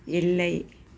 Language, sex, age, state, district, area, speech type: Tamil, female, 45-60, Tamil Nadu, Nagapattinam, urban, read